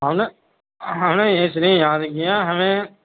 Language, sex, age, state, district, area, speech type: Urdu, male, 60+, Delhi, Central Delhi, rural, conversation